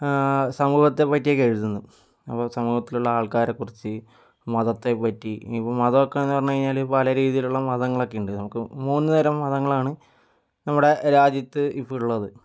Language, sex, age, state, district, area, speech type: Malayalam, male, 18-30, Kerala, Kozhikode, urban, spontaneous